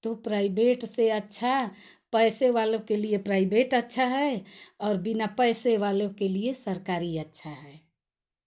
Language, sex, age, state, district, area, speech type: Hindi, female, 45-60, Uttar Pradesh, Ghazipur, rural, spontaneous